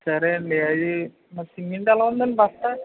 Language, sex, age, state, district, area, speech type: Telugu, male, 45-60, Andhra Pradesh, West Godavari, rural, conversation